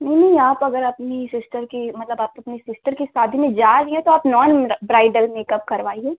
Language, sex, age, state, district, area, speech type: Hindi, female, 18-30, Uttar Pradesh, Ghazipur, urban, conversation